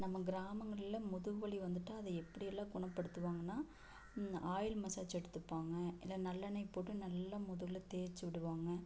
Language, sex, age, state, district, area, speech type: Tamil, female, 30-45, Tamil Nadu, Erode, rural, spontaneous